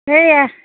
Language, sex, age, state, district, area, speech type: Assamese, female, 45-60, Assam, Biswanath, rural, conversation